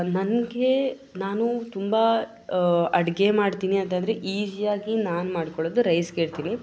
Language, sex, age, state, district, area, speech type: Kannada, female, 18-30, Karnataka, Mysore, urban, spontaneous